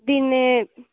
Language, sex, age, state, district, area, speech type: Telugu, female, 18-30, Andhra Pradesh, Sri Balaji, rural, conversation